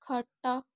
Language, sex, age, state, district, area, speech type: Odia, female, 18-30, Odisha, Kendujhar, urban, read